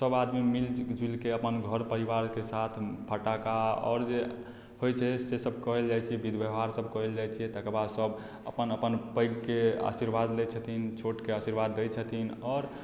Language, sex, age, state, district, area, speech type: Maithili, male, 18-30, Bihar, Madhubani, rural, spontaneous